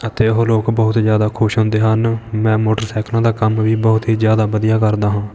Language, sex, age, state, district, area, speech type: Punjabi, male, 18-30, Punjab, Fatehgarh Sahib, rural, spontaneous